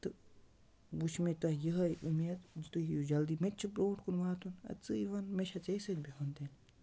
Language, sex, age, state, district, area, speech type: Kashmiri, female, 18-30, Jammu and Kashmir, Baramulla, rural, spontaneous